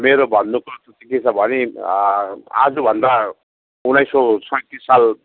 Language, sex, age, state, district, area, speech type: Nepali, male, 60+, West Bengal, Jalpaiguri, urban, conversation